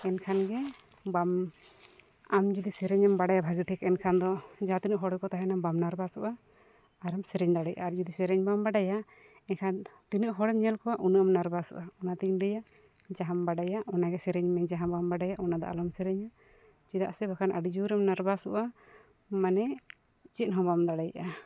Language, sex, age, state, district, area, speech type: Santali, female, 45-60, Jharkhand, East Singhbhum, rural, spontaneous